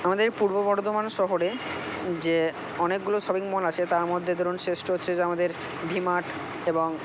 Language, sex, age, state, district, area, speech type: Bengali, male, 45-60, West Bengal, Purba Bardhaman, urban, spontaneous